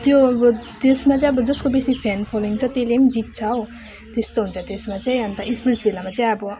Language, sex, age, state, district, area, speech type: Nepali, female, 18-30, West Bengal, Alipurduar, rural, spontaneous